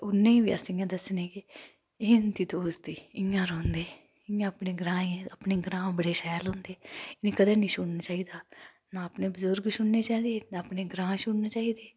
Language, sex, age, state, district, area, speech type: Dogri, female, 30-45, Jammu and Kashmir, Udhampur, rural, spontaneous